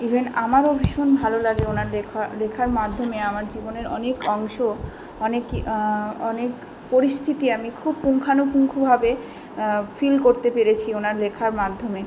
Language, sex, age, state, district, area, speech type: Bengali, female, 18-30, West Bengal, South 24 Parganas, urban, spontaneous